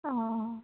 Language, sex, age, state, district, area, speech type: Assamese, female, 30-45, Assam, Dibrugarh, rural, conversation